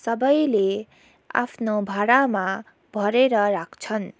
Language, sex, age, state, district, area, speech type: Nepali, female, 18-30, West Bengal, Darjeeling, rural, spontaneous